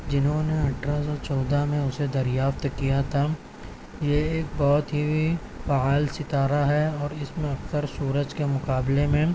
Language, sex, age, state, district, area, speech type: Urdu, male, 18-30, Maharashtra, Nashik, urban, spontaneous